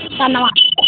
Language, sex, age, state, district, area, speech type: Dogri, female, 18-30, Jammu and Kashmir, Jammu, rural, conversation